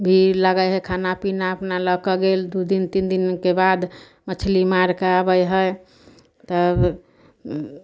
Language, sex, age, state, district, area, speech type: Maithili, female, 30-45, Bihar, Samastipur, urban, spontaneous